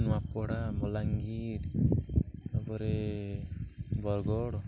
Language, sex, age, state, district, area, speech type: Odia, male, 18-30, Odisha, Nuapada, urban, spontaneous